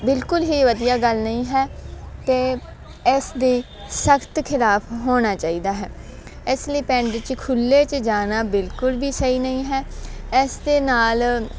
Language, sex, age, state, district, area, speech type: Punjabi, female, 18-30, Punjab, Faridkot, rural, spontaneous